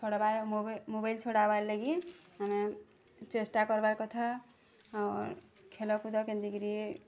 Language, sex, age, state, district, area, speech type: Odia, female, 30-45, Odisha, Bargarh, urban, spontaneous